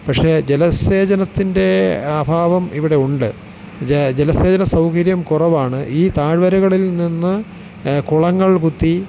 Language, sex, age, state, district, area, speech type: Malayalam, male, 45-60, Kerala, Thiruvananthapuram, urban, spontaneous